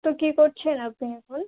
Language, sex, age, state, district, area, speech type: Bengali, female, 18-30, West Bengal, Howrah, urban, conversation